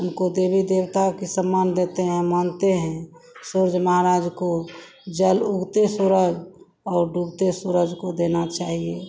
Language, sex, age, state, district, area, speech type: Hindi, female, 45-60, Bihar, Begusarai, rural, spontaneous